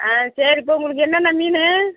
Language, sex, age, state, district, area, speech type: Tamil, female, 60+, Tamil Nadu, Tiruppur, rural, conversation